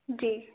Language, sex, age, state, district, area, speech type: Hindi, female, 18-30, Madhya Pradesh, Betul, rural, conversation